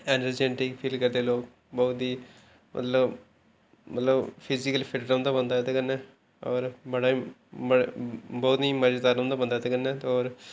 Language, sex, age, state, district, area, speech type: Dogri, male, 30-45, Jammu and Kashmir, Udhampur, rural, spontaneous